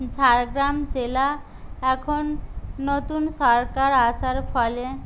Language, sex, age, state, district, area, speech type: Bengali, other, 45-60, West Bengal, Jhargram, rural, spontaneous